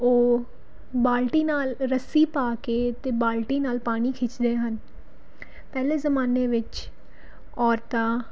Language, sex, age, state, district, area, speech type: Punjabi, female, 18-30, Punjab, Pathankot, urban, spontaneous